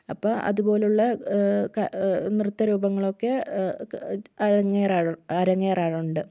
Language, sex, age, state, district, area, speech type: Malayalam, female, 18-30, Kerala, Kozhikode, urban, spontaneous